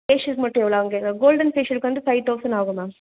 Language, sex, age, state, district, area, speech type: Tamil, female, 18-30, Tamil Nadu, Madurai, rural, conversation